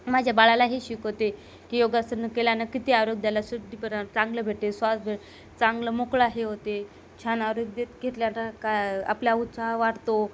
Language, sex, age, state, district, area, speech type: Marathi, female, 30-45, Maharashtra, Nanded, urban, spontaneous